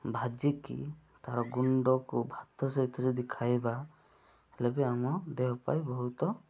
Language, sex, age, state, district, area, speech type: Odia, male, 30-45, Odisha, Malkangiri, urban, spontaneous